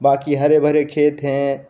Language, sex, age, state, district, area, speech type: Hindi, male, 30-45, Bihar, Begusarai, rural, spontaneous